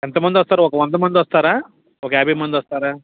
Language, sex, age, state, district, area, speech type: Telugu, male, 45-60, Andhra Pradesh, Nellore, urban, conversation